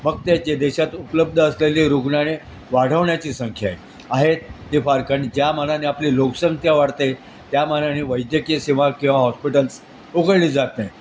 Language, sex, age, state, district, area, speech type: Marathi, male, 60+, Maharashtra, Thane, urban, spontaneous